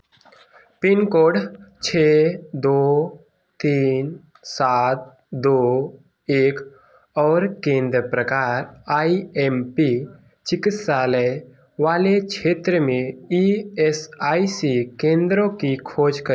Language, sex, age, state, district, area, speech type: Hindi, male, 18-30, Uttar Pradesh, Jaunpur, rural, read